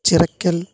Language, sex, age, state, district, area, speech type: Malayalam, male, 30-45, Kerala, Kottayam, urban, spontaneous